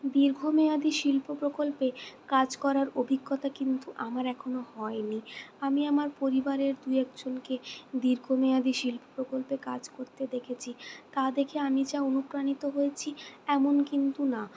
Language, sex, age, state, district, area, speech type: Bengali, female, 60+, West Bengal, Purulia, urban, spontaneous